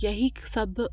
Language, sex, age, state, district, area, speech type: Hindi, female, 45-60, Madhya Pradesh, Bhopal, urban, spontaneous